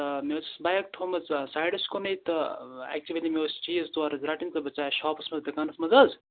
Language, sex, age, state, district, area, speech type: Kashmiri, male, 18-30, Jammu and Kashmir, Kupwara, rural, conversation